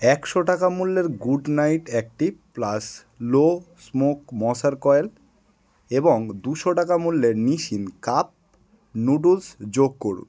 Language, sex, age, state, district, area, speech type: Bengali, male, 18-30, West Bengal, Howrah, urban, read